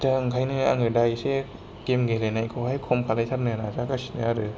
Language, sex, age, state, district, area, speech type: Bodo, male, 30-45, Assam, Kokrajhar, rural, spontaneous